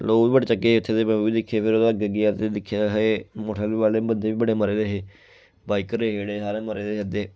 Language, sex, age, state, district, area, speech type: Dogri, male, 18-30, Jammu and Kashmir, Kathua, rural, spontaneous